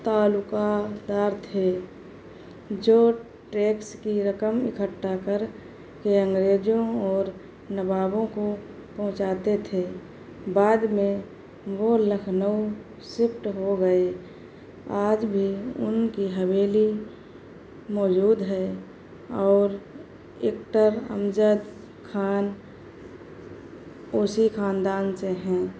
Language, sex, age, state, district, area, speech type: Urdu, female, 30-45, Delhi, New Delhi, urban, spontaneous